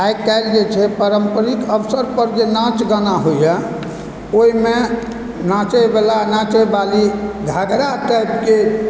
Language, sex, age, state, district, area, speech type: Maithili, male, 45-60, Bihar, Supaul, urban, spontaneous